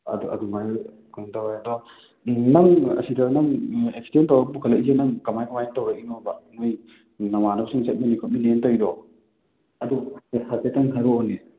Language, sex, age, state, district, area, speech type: Manipuri, male, 45-60, Manipur, Imphal East, urban, conversation